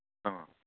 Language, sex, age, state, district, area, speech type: Manipuri, male, 45-60, Manipur, Kangpokpi, urban, conversation